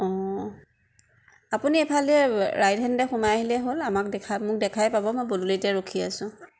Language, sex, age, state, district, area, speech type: Assamese, female, 30-45, Assam, Nagaon, rural, spontaneous